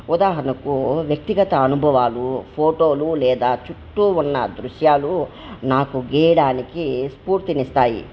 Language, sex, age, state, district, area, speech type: Telugu, male, 30-45, Andhra Pradesh, Kadapa, rural, spontaneous